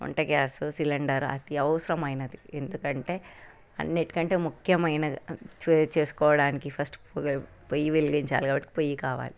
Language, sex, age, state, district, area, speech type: Telugu, female, 30-45, Telangana, Hyderabad, urban, spontaneous